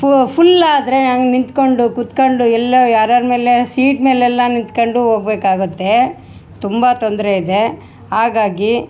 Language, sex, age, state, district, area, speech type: Kannada, female, 45-60, Karnataka, Vijayanagara, rural, spontaneous